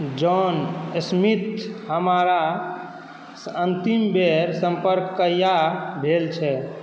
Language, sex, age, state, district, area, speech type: Maithili, male, 18-30, Bihar, Saharsa, rural, read